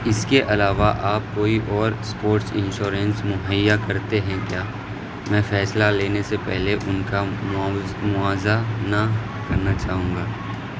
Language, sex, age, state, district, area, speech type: Urdu, male, 30-45, Bihar, Supaul, rural, read